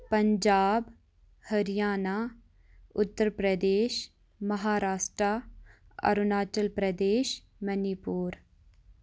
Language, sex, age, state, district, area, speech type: Kashmiri, female, 45-60, Jammu and Kashmir, Kupwara, urban, spontaneous